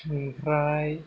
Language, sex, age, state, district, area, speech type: Bodo, male, 30-45, Assam, Kokrajhar, rural, spontaneous